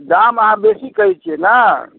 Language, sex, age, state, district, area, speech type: Maithili, male, 45-60, Bihar, Madhubani, rural, conversation